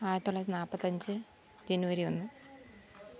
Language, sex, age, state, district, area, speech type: Malayalam, female, 30-45, Kerala, Kollam, rural, spontaneous